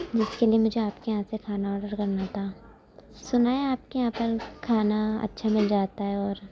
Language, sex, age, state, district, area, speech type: Urdu, female, 18-30, Uttar Pradesh, Gautam Buddha Nagar, urban, spontaneous